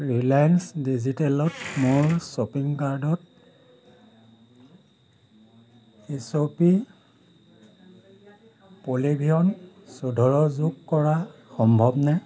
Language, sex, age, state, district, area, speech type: Assamese, male, 45-60, Assam, Majuli, urban, read